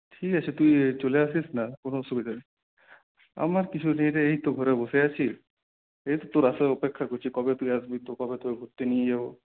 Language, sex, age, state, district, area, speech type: Bengali, male, 18-30, West Bengal, Purulia, urban, conversation